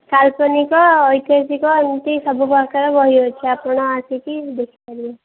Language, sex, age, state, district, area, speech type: Odia, female, 18-30, Odisha, Koraput, urban, conversation